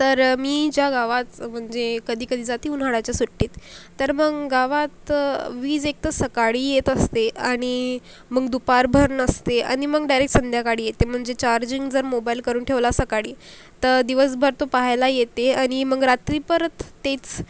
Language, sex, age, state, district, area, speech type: Marathi, female, 18-30, Maharashtra, Akola, rural, spontaneous